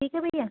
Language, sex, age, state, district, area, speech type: Hindi, female, 45-60, Madhya Pradesh, Balaghat, rural, conversation